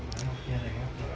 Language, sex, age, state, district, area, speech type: Sindhi, male, 60+, Delhi, South Delhi, urban, spontaneous